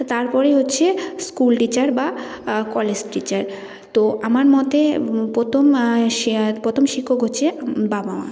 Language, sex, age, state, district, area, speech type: Bengali, female, 18-30, West Bengal, Jalpaiguri, rural, spontaneous